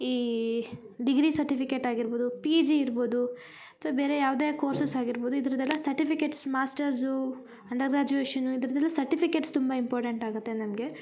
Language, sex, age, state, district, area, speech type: Kannada, female, 18-30, Karnataka, Koppal, rural, spontaneous